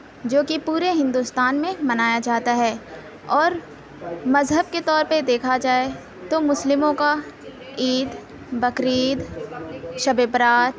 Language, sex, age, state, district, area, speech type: Urdu, male, 18-30, Uttar Pradesh, Mau, urban, spontaneous